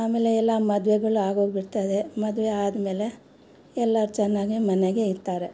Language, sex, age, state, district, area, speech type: Kannada, female, 60+, Karnataka, Bangalore Rural, rural, spontaneous